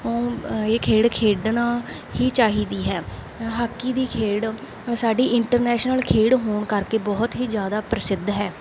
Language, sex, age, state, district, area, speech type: Punjabi, female, 18-30, Punjab, Mansa, rural, spontaneous